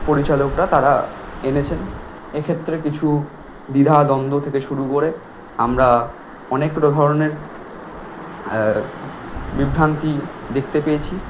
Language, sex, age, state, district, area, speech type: Bengali, male, 18-30, West Bengal, Kolkata, urban, spontaneous